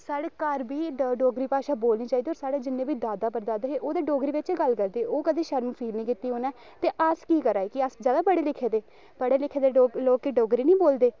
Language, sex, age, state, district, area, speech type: Dogri, male, 18-30, Jammu and Kashmir, Reasi, rural, spontaneous